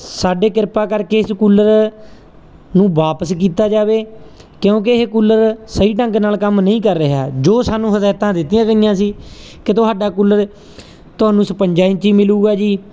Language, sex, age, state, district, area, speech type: Punjabi, male, 30-45, Punjab, Mansa, urban, spontaneous